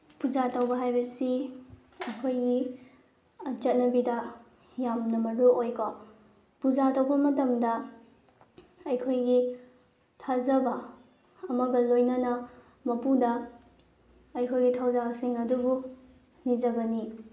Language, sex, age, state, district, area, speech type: Manipuri, female, 18-30, Manipur, Bishnupur, rural, spontaneous